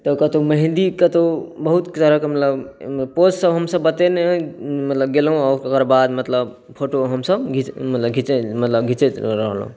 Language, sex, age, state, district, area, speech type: Maithili, male, 18-30, Bihar, Saharsa, rural, spontaneous